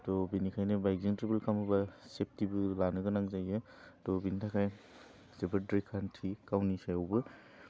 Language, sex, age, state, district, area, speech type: Bodo, male, 18-30, Assam, Udalguri, urban, spontaneous